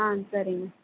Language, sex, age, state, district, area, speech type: Tamil, female, 18-30, Tamil Nadu, Tirupattur, urban, conversation